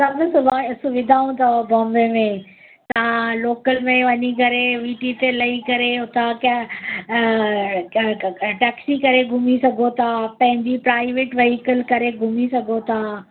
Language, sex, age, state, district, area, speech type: Sindhi, female, 45-60, Maharashtra, Mumbai Suburban, urban, conversation